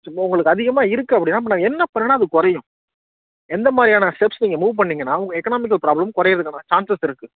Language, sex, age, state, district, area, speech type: Tamil, male, 18-30, Tamil Nadu, Nagapattinam, rural, conversation